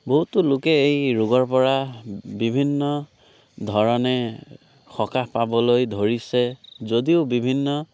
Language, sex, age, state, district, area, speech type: Assamese, male, 18-30, Assam, Biswanath, rural, spontaneous